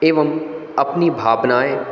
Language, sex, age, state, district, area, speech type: Hindi, male, 30-45, Madhya Pradesh, Hoshangabad, rural, spontaneous